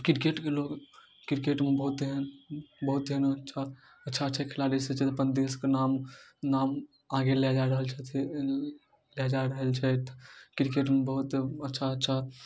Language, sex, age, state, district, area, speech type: Maithili, male, 18-30, Bihar, Darbhanga, rural, spontaneous